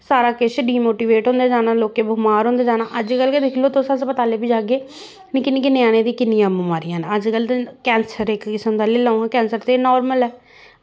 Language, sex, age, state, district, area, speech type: Dogri, female, 30-45, Jammu and Kashmir, Jammu, urban, spontaneous